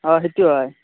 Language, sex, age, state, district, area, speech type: Assamese, male, 30-45, Assam, Darrang, rural, conversation